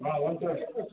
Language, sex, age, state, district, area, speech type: Kashmiri, female, 30-45, Jammu and Kashmir, Bandipora, rural, conversation